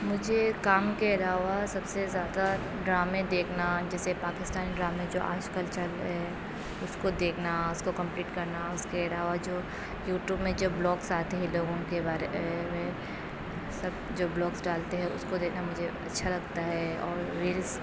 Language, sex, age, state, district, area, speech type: Urdu, female, 18-30, Uttar Pradesh, Aligarh, urban, spontaneous